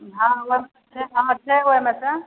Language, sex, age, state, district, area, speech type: Maithili, female, 45-60, Bihar, Madhepura, urban, conversation